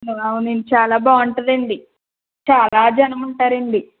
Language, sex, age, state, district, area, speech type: Telugu, female, 60+, Andhra Pradesh, East Godavari, rural, conversation